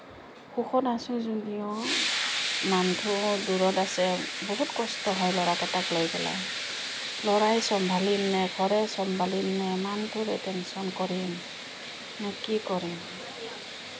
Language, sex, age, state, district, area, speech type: Assamese, female, 30-45, Assam, Kamrup Metropolitan, urban, spontaneous